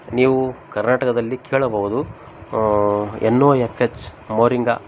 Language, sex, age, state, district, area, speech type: Kannada, male, 45-60, Karnataka, Koppal, rural, spontaneous